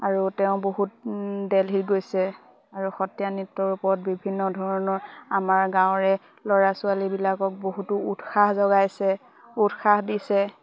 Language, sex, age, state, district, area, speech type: Assamese, female, 18-30, Assam, Lakhimpur, rural, spontaneous